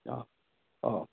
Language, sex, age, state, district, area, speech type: Manipuri, male, 45-60, Manipur, Thoubal, rural, conversation